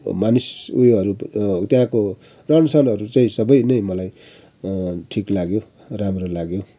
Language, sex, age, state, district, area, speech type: Nepali, male, 60+, West Bengal, Kalimpong, rural, spontaneous